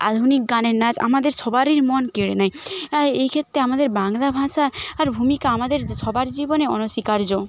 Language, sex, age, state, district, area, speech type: Bengali, female, 30-45, West Bengal, Jhargram, rural, spontaneous